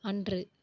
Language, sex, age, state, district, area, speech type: Tamil, female, 18-30, Tamil Nadu, Tiruvarur, rural, read